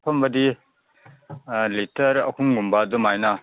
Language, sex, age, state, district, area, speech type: Manipuri, female, 45-60, Manipur, Kangpokpi, urban, conversation